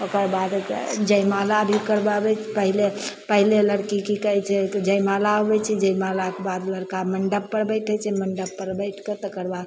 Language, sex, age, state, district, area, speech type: Maithili, female, 60+, Bihar, Begusarai, rural, spontaneous